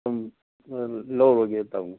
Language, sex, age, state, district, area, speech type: Manipuri, male, 60+, Manipur, Kangpokpi, urban, conversation